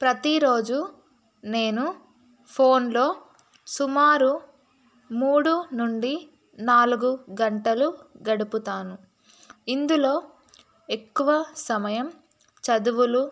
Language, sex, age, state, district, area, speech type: Telugu, female, 18-30, Telangana, Narayanpet, rural, spontaneous